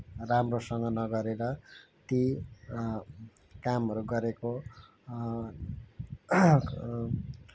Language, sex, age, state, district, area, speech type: Nepali, male, 18-30, West Bengal, Kalimpong, rural, spontaneous